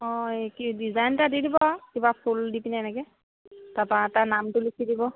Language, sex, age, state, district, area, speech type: Assamese, female, 30-45, Assam, Sivasagar, rural, conversation